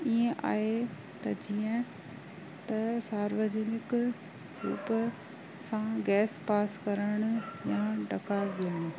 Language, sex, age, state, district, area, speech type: Sindhi, female, 45-60, Rajasthan, Ajmer, urban, spontaneous